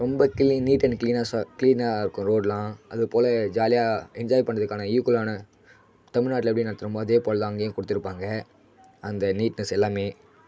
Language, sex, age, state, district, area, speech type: Tamil, male, 18-30, Tamil Nadu, Tiruvannamalai, urban, spontaneous